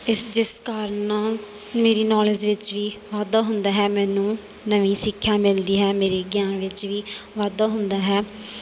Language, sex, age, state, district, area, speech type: Punjabi, female, 18-30, Punjab, Bathinda, rural, spontaneous